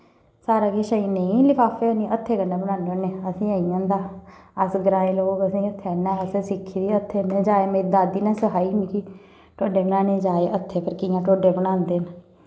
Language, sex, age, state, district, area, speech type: Dogri, female, 30-45, Jammu and Kashmir, Samba, rural, spontaneous